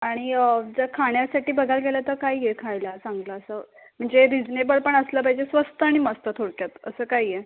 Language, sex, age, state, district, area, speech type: Marathi, female, 18-30, Maharashtra, Solapur, urban, conversation